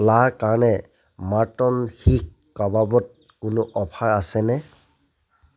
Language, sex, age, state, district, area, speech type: Assamese, male, 30-45, Assam, Charaideo, rural, read